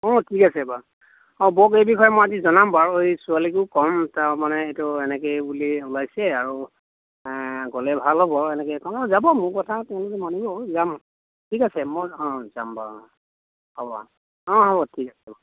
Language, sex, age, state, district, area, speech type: Assamese, male, 45-60, Assam, Lakhimpur, rural, conversation